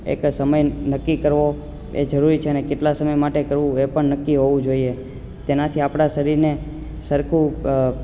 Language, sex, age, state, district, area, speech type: Gujarati, male, 18-30, Gujarat, Ahmedabad, urban, spontaneous